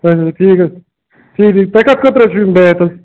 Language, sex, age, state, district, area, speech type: Kashmiri, male, 30-45, Jammu and Kashmir, Bandipora, rural, conversation